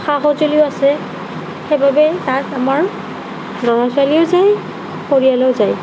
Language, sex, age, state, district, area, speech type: Assamese, female, 45-60, Assam, Nagaon, rural, spontaneous